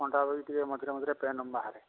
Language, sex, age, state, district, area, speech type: Odia, male, 60+, Odisha, Angul, rural, conversation